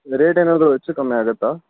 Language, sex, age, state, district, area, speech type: Kannada, male, 60+, Karnataka, Davanagere, rural, conversation